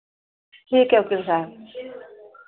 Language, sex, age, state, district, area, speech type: Hindi, female, 60+, Uttar Pradesh, Ayodhya, rural, conversation